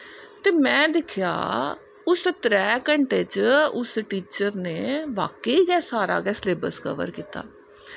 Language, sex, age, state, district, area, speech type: Dogri, female, 30-45, Jammu and Kashmir, Jammu, urban, spontaneous